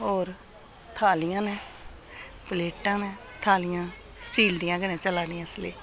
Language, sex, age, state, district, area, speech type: Dogri, female, 60+, Jammu and Kashmir, Samba, urban, spontaneous